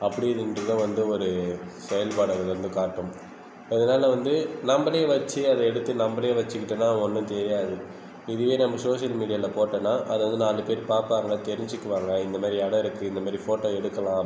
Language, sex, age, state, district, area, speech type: Tamil, male, 18-30, Tamil Nadu, Viluppuram, urban, spontaneous